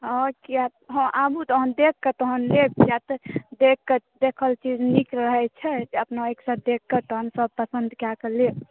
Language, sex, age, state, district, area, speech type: Maithili, female, 18-30, Bihar, Saharsa, rural, conversation